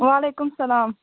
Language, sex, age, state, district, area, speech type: Kashmiri, female, 18-30, Jammu and Kashmir, Budgam, rural, conversation